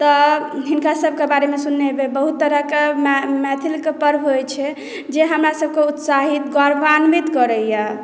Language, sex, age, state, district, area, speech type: Maithili, female, 18-30, Bihar, Madhubani, rural, spontaneous